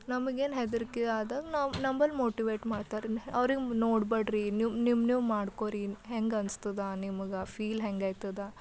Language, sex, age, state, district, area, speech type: Kannada, female, 18-30, Karnataka, Bidar, urban, spontaneous